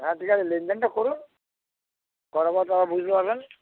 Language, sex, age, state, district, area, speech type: Bengali, male, 45-60, West Bengal, North 24 Parganas, urban, conversation